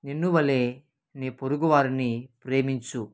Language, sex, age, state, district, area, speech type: Telugu, male, 18-30, Andhra Pradesh, Kadapa, rural, spontaneous